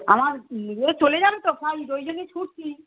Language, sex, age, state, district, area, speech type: Bengali, female, 60+, West Bengal, Hooghly, rural, conversation